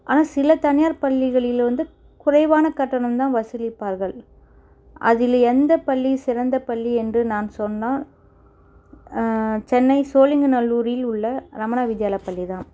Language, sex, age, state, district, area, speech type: Tamil, female, 30-45, Tamil Nadu, Chennai, urban, spontaneous